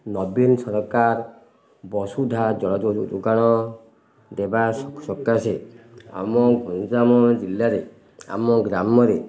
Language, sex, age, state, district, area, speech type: Odia, male, 45-60, Odisha, Ganjam, urban, spontaneous